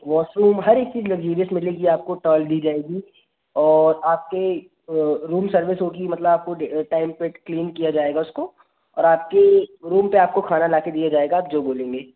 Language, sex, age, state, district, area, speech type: Hindi, male, 18-30, Madhya Pradesh, Jabalpur, urban, conversation